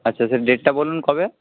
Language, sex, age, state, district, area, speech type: Bengali, male, 30-45, West Bengal, Jhargram, rural, conversation